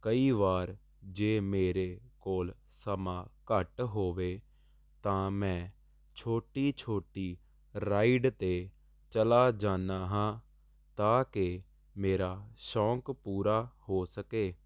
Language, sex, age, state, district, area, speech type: Punjabi, male, 18-30, Punjab, Jalandhar, urban, spontaneous